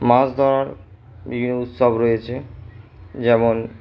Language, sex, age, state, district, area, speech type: Bengali, male, 60+, West Bengal, Purba Bardhaman, urban, spontaneous